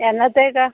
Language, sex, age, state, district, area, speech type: Malayalam, female, 45-60, Kerala, Kollam, rural, conversation